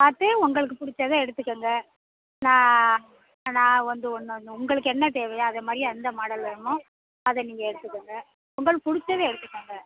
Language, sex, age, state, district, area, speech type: Tamil, female, 60+, Tamil Nadu, Pudukkottai, rural, conversation